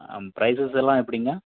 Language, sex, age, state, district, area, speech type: Tamil, male, 18-30, Tamil Nadu, Krishnagiri, rural, conversation